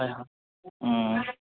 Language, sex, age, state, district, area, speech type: Assamese, male, 18-30, Assam, Goalpara, urban, conversation